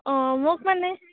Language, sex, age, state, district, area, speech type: Assamese, female, 18-30, Assam, Kamrup Metropolitan, urban, conversation